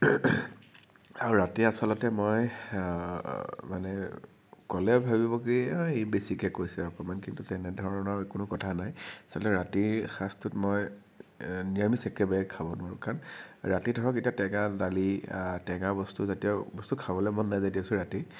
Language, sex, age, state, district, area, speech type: Assamese, male, 18-30, Assam, Nagaon, rural, spontaneous